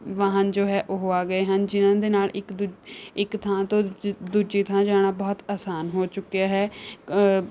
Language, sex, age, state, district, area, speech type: Punjabi, female, 18-30, Punjab, Rupnagar, urban, spontaneous